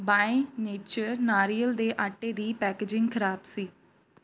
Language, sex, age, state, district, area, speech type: Punjabi, female, 18-30, Punjab, Fatehgarh Sahib, rural, read